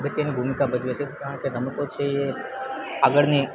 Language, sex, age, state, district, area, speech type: Gujarati, male, 18-30, Gujarat, Junagadh, rural, spontaneous